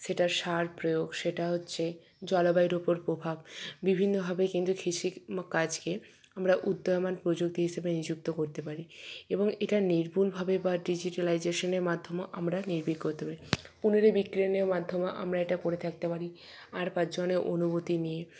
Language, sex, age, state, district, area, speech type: Bengali, female, 45-60, West Bengal, Purba Bardhaman, urban, spontaneous